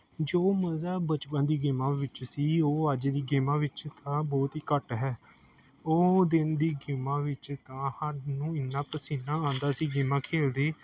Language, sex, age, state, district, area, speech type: Punjabi, male, 18-30, Punjab, Gurdaspur, urban, spontaneous